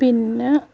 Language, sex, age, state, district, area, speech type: Malayalam, female, 45-60, Kerala, Malappuram, rural, spontaneous